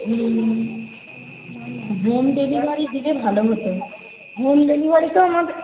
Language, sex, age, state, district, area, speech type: Bengali, female, 30-45, West Bengal, Birbhum, urban, conversation